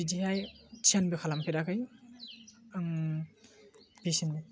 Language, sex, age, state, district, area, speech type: Bodo, male, 18-30, Assam, Baksa, rural, spontaneous